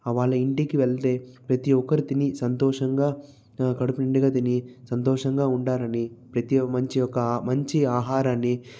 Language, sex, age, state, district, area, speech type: Telugu, male, 30-45, Andhra Pradesh, Chittoor, rural, spontaneous